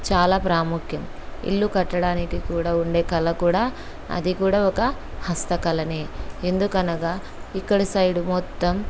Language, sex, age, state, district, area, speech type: Telugu, female, 30-45, Andhra Pradesh, Kurnool, rural, spontaneous